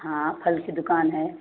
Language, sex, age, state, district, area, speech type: Hindi, female, 60+, Uttar Pradesh, Sitapur, rural, conversation